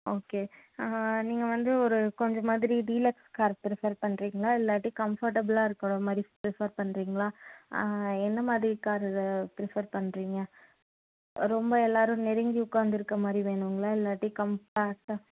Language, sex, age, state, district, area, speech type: Tamil, female, 18-30, Tamil Nadu, Tiruppur, rural, conversation